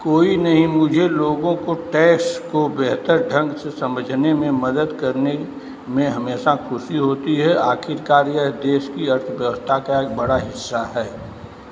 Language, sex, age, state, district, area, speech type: Hindi, male, 45-60, Uttar Pradesh, Azamgarh, rural, read